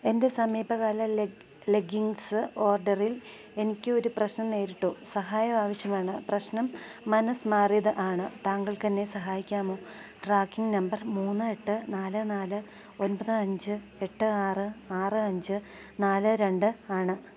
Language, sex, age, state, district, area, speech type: Malayalam, female, 45-60, Kerala, Idukki, rural, read